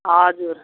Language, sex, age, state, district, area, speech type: Nepali, female, 45-60, West Bengal, Jalpaiguri, urban, conversation